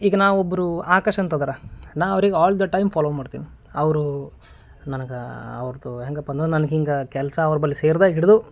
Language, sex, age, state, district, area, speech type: Kannada, male, 30-45, Karnataka, Gulbarga, urban, spontaneous